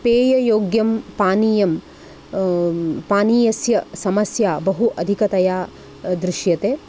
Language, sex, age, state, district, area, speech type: Sanskrit, female, 45-60, Karnataka, Udupi, urban, spontaneous